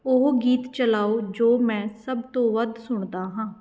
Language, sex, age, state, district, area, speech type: Punjabi, female, 30-45, Punjab, Patiala, urban, read